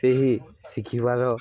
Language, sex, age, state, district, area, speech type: Odia, male, 18-30, Odisha, Balangir, urban, spontaneous